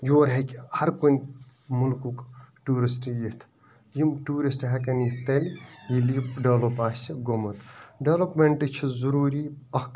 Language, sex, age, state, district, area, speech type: Kashmiri, male, 18-30, Jammu and Kashmir, Bandipora, rural, spontaneous